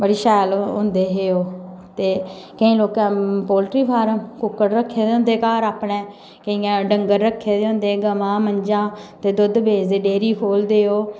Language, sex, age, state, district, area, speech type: Dogri, female, 30-45, Jammu and Kashmir, Samba, rural, spontaneous